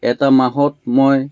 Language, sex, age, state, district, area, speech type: Assamese, male, 30-45, Assam, Majuli, urban, spontaneous